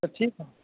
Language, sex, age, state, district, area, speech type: Maithili, male, 18-30, Bihar, Sitamarhi, rural, conversation